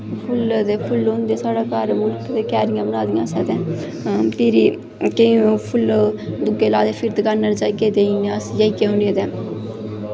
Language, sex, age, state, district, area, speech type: Dogri, female, 18-30, Jammu and Kashmir, Kathua, rural, spontaneous